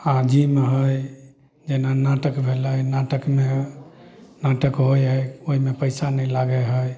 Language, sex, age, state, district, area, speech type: Maithili, male, 45-60, Bihar, Samastipur, rural, spontaneous